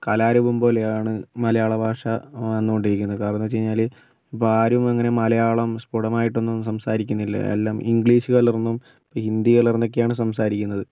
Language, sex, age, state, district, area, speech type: Malayalam, male, 18-30, Kerala, Wayanad, rural, spontaneous